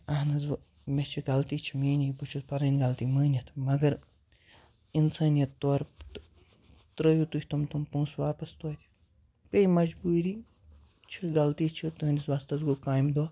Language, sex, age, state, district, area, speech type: Kashmiri, female, 18-30, Jammu and Kashmir, Baramulla, rural, spontaneous